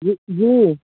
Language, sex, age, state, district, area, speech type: Maithili, male, 45-60, Bihar, Madhubani, urban, conversation